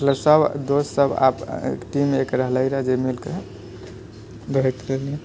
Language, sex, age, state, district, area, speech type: Maithili, male, 45-60, Bihar, Purnia, rural, spontaneous